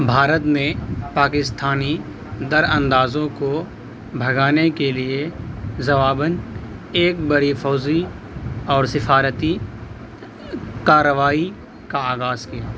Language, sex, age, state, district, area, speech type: Urdu, male, 18-30, Bihar, Purnia, rural, read